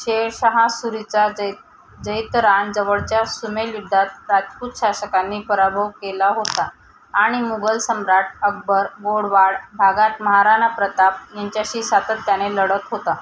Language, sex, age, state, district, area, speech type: Marathi, female, 30-45, Maharashtra, Thane, urban, read